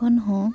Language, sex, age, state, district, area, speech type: Santali, female, 18-30, West Bengal, Purba Bardhaman, rural, spontaneous